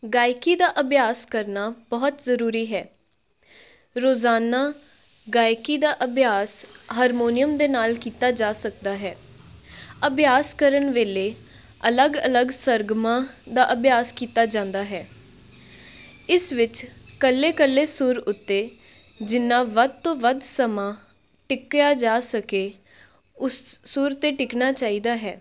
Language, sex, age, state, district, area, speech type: Punjabi, female, 18-30, Punjab, Shaheed Bhagat Singh Nagar, urban, spontaneous